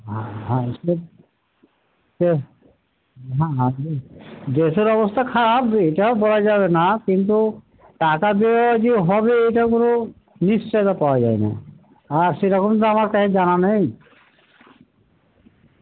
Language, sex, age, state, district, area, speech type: Bengali, male, 60+, West Bengal, Murshidabad, rural, conversation